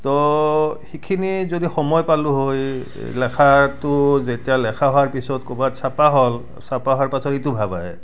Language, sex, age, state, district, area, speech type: Assamese, male, 60+, Assam, Barpeta, rural, spontaneous